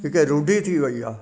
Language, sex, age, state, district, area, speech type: Sindhi, male, 60+, Gujarat, Junagadh, rural, spontaneous